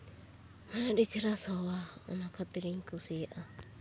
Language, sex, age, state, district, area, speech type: Santali, female, 45-60, West Bengal, Bankura, rural, spontaneous